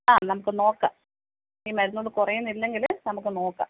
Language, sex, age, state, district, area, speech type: Malayalam, female, 45-60, Kerala, Kottayam, rural, conversation